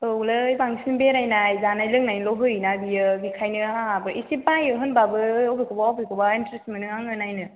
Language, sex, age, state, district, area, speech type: Bodo, female, 18-30, Assam, Chirang, rural, conversation